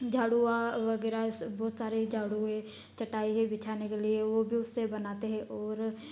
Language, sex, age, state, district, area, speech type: Hindi, female, 18-30, Madhya Pradesh, Ujjain, rural, spontaneous